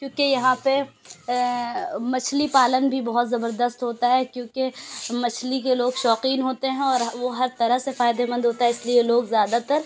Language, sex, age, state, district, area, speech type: Urdu, female, 18-30, Uttar Pradesh, Lucknow, urban, spontaneous